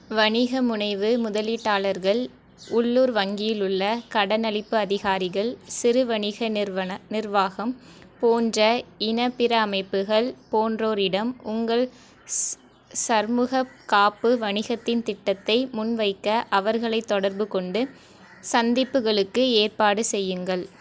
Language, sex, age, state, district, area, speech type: Tamil, female, 18-30, Tamil Nadu, Thoothukudi, rural, read